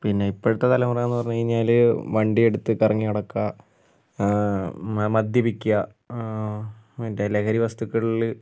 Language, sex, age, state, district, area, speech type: Malayalam, male, 45-60, Kerala, Wayanad, rural, spontaneous